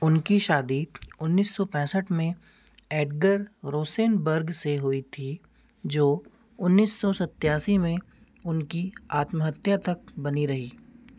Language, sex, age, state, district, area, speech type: Hindi, male, 18-30, Madhya Pradesh, Seoni, urban, read